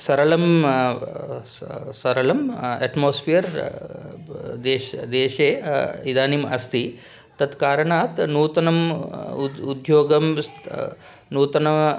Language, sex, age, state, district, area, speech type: Sanskrit, male, 45-60, Telangana, Ranga Reddy, urban, spontaneous